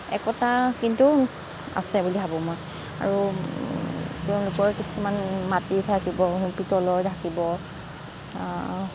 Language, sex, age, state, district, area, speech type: Assamese, female, 45-60, Assam, Nagaon, rural, spontaneous